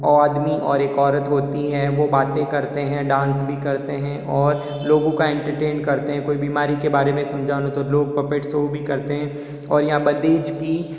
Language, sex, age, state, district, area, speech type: Hindi, male, 30-45, Rajasthan, Jodhpur, urban, spontaneous